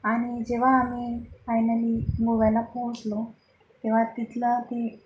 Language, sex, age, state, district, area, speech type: Marathi, female, 30-45, Maharashtra, Akola, urban, spontaneous